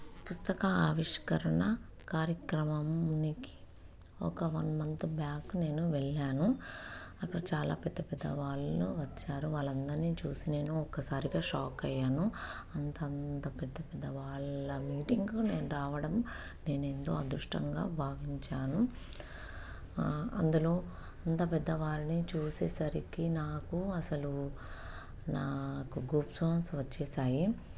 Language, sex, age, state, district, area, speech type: Telugu, female, 30-45, Telangana, Peddapalli, rural, spontaneous